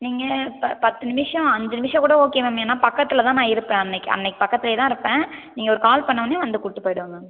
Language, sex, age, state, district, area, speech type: Tamil, female, 18-30, Tamil Nadu, Viluppuram, urban, conversation